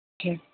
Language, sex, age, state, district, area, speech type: Urdu, male, 18-30, Bihar, Purnia, rural, conversation